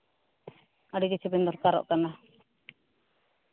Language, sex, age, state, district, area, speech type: Santali, female, 30-45, Jharkhand, East Singhbhum, rural, conversation